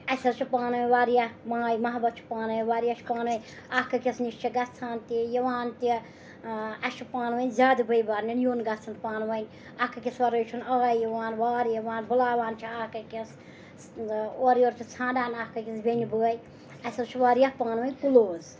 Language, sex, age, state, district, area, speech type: Kashmiri, female, 45-60, Jammu and Kashmir, Srinagar, urban, spontaneous